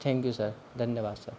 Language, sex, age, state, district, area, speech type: Hindi, male, 18-30, Madhya Pradesh, Jabalpur, urban, spontaneous